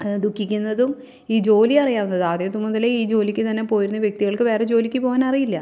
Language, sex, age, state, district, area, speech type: Malayalam, female, 30-45, Kerala, Thrissur, urban, spontaneous